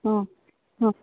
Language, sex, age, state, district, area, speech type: Odia, female, 45-60, Odisha, Sundergarh, rural, conversation